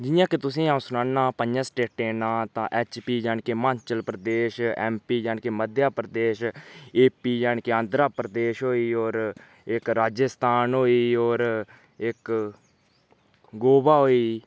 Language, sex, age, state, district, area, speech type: Dogri, male, 30-45, Jammu and Kashmir, Udhampur, rural, spontaneous